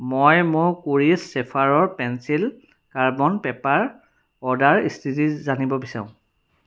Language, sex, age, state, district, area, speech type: Assamese, male, 30-45, Assam, Sivasagar, urban, read